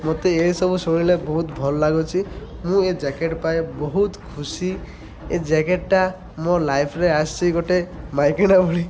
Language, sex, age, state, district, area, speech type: Odia, male, 30-45, Odisha, Malkangiri, urban, spontaneous